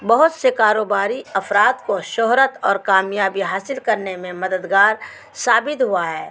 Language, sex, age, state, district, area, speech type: Urdu, female, 45-60, Bihar, Araria, rural, spontaneous